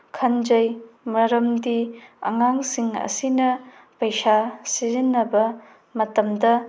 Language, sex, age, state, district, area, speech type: Manipuri, female, 30-45, Manipur, Tengnoupal, rural, spontaneous